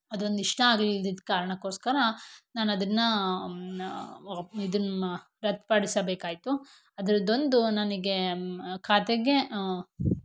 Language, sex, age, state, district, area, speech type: Kannada, female, 18-30, Karnataka, Shimoga, rural, spontaneous